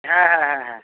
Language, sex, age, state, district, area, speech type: Bengali, male, 45-60, West Bengal, North 24 Parganas, urban, conversation